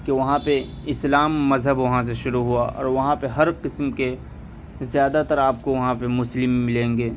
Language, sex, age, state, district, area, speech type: Urdu, male, 30-45, Delhi, Central Delhi, urban, spontaneous